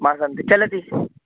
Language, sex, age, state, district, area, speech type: Sanskrit, male, 18-30, Madhya Pradesh, Chhindwara, urban, conversation